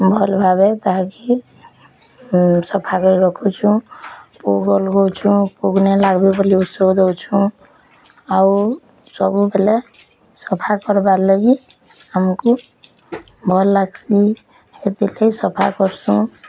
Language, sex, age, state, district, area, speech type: Odia, female, 30-45, Odisha, Bargarh, urban, spontaneous